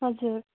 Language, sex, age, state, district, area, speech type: Nepali, female, 18-30, West Bengal, Darjeeling, rural, conversation